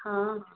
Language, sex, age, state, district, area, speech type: Odia, female, 45-60, Odisha, Sambalpur, rural, conversation